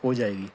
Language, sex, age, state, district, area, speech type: Punjabi, male, 30-45, Punjab, Faridkot, urban, spontaneous